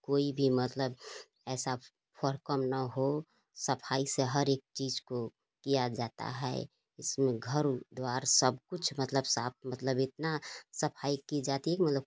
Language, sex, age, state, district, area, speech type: Hindi, female, 30-45, Uttar Pradesh, Ghazipur, rural, spontaneous